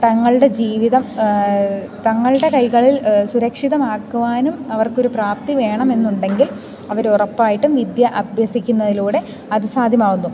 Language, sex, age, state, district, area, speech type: Malayalam, female, 18-30, Kerala, Idukki, rural, spontaneous